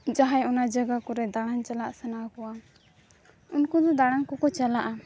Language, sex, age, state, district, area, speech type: Santali, female, 18-30, Jharkhand, East Singhbhum, rural, spontaneous